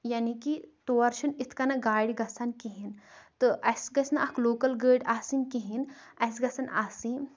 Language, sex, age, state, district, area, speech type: Kashmiri, female, 18-30, Jammu and Kashmir, Kupwara, rural, spontaneous